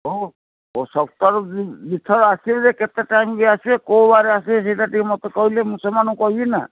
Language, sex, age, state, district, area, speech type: Odia, male, 60+, Odisha, Gajapati, rural, conversation